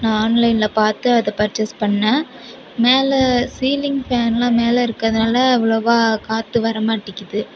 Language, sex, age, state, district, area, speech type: Tamil, female, 18-30, Tamil Nadu, Mayiladuthurai, rural, spontaneous